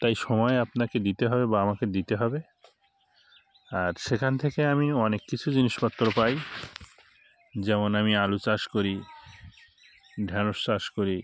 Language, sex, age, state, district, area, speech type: Bengali, male, 45-60, West Bengal, Hooghly, urban, spontaneous